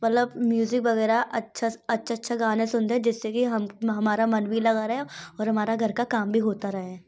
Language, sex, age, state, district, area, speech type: Hindi, female, 18-30, Madhya Pradesh, Gwalior, rural, spontaneous